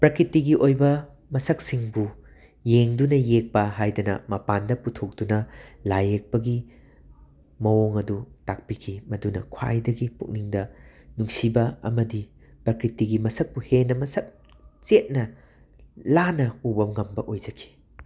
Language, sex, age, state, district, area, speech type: Manipuri, male, 45-60, Manipur, Imphal West, urban, spontaneous